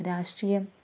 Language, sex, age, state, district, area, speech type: Malayalam, female, 18-30, Kerala, Thiruvananthapuram, rural, spontaneous